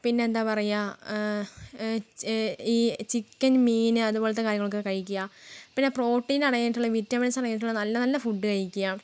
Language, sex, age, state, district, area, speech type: Malayalam, female, 45-60, Kerala, Wayanad, rural, spontaneous